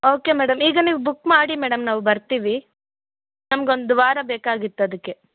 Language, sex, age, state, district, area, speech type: Kannada, female, 18-30, Karnataka, Bellary, urban, conversation